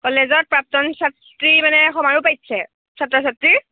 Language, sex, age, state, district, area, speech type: Assamese, female, 18-30, Assam, Jorhat, urban, conversation